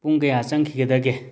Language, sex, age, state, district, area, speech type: Manipuri, male, 30-45, Manipur, Thoubal, urban, spontaneous